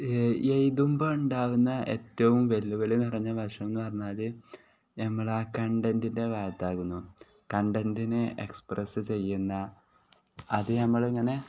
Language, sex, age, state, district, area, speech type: Malayalam, male, 18-30, Kerala, Kozhikode, rural, spontaneous